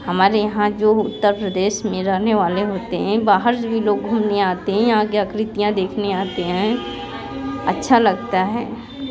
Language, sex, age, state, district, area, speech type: Hindi, female, 45-60, Uttar Pradesh, Mirzapur, urban, spontaneous